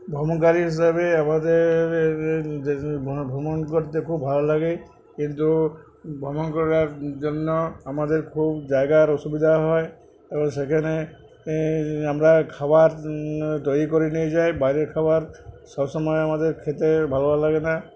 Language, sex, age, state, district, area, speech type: Bengali, male, 60+, West Bengal, Uttar Dinajpur, urban, spontaneous